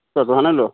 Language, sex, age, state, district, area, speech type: Assamese, male, 18-30, Assam, Darrang, rural, conversation